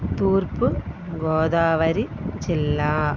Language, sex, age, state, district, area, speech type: Telugu, female, 45-60, Andhra Pradesh, East Godavari, rural, spontaneous